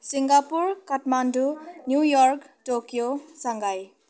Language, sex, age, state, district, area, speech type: Nepali, female, 18-30, West Bengal, Jalpaiguri, rural, spontaneous